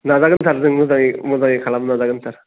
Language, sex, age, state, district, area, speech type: Bodo, male, 30-45, Assam, Baksa, rural, conversation